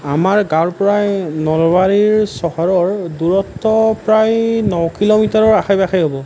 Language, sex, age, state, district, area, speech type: Assamese, male, 18-30, Assam, Nalbari, rural, spontaneous